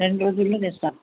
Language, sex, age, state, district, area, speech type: Telugu, female, 60+, Telangana, Hyderabad, urban, conversation